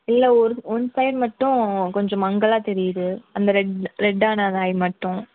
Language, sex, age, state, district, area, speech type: Tamil, female, 18-30, Tamil Nadu, Madurai, urban, conversation